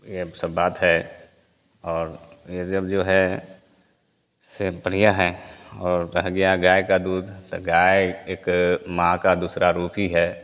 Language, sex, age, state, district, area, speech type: Hindi, male, 30-45, Bihar, Vaishali, urban, spontaneous